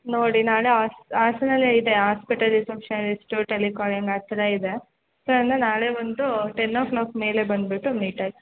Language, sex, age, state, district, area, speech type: Kannada, female, 18-30, Karnataka, Hassan, urban, conversation